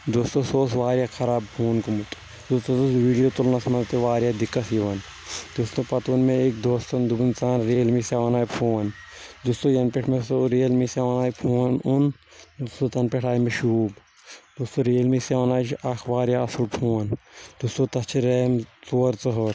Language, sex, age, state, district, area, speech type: Kashmiri, male, 18-30, Jammu and Kashmir, Shopian, rural, spontaneous